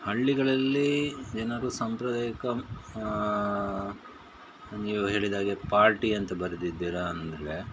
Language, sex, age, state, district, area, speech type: Kannada, male, 60+, Karnataka, Shimoga, rural, spontaneous